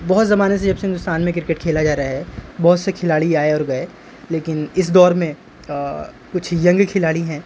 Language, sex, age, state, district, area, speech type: Urdu, male, 30-45, Delhi, North East Delhi, urban, spontaneous